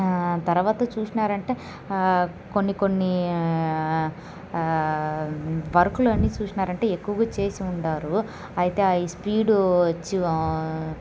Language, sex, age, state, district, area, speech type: Telugu, female, 18-30, Andhra Pradesh, Sri Balaji, rural, spontaneous